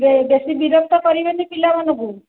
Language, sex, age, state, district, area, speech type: Odia, female, 30-45, Odisha, Khordha, rural, conversation